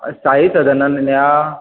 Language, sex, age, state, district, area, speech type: Goan Konkani, male, 45-60, Goa, Bardez, urban, conversation